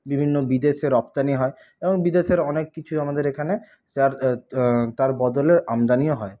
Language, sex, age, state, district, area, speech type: Bengali, male, 45-60, West Bengal, Paschim Bardhaman, rural, spontaneous